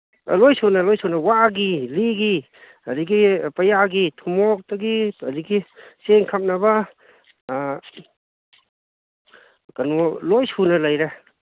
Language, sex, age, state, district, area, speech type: Manipuri, male, 45-60, Manipur, Kangpokpi, urban, conversation